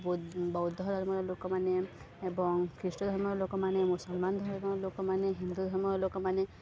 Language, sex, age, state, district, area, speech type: Odia, female, 18-30, Odisha, Subarnapur, urban, spontaneous